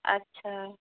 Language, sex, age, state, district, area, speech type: Hindi, female, 45-60, Uttar Pradesh, Mau, urban, conversation